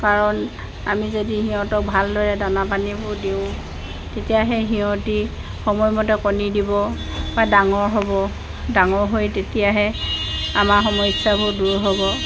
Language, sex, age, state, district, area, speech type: Assamese, female, 60+, Assam, Dibrugarh, rural, spontaneous